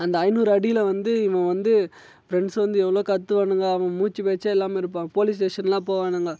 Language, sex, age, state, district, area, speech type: Tamil, male, 18-30, Tamil Nadu, Tiruvannamalai, rural, spontaneous